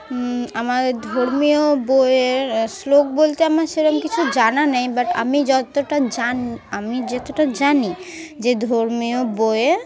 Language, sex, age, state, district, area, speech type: Bengali, female, 18-30, West Bengal, Murshidabad, urban, spontaneous